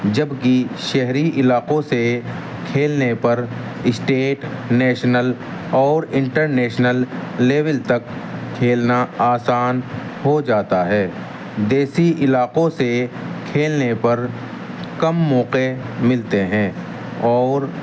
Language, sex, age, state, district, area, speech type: Urdu, male, 30-45, Uttar Pradesh, Muzaffarnagar, rural, spontaneous